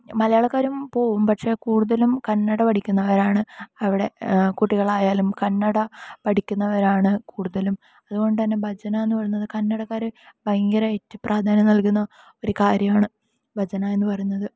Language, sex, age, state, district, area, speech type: Malayalam, female, 18-30, Kerala, Kasaragod, rural, spontaneous